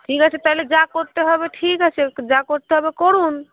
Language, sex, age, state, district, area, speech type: Bengali, female, 30-45, West Bengal, Paschim Bardhaman, urban, conversation